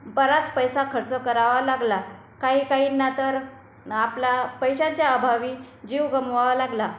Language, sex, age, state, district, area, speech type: Marathi, female, 45-60, Maharashtra, Buldhana, rural, spontaneous